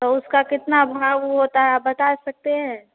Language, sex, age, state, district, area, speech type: Hindi, female, 18-30, Bihar, Samastipur, urban, conversation